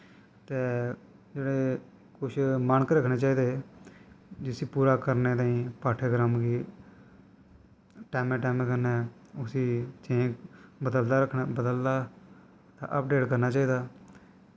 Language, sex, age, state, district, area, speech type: Dogri, male, 18-30, Jammu and Kashmir, Kathua, rural, spontaneous